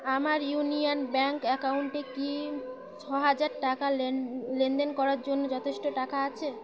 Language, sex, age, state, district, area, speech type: Bengali, female, 18-30, West Bengal, Birbhum, urban, read